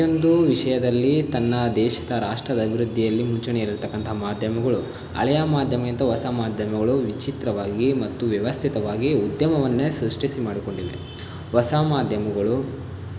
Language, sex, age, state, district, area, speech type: Kannada, male, 18-30, Karnataka, Davanagere, rural, spontaneous